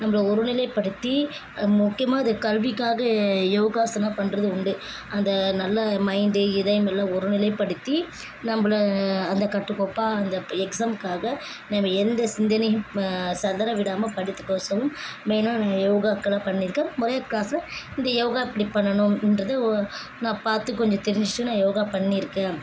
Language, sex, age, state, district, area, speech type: Tamil, female, 18-30, Tamil Nadu, Chennai, urban, spontaneous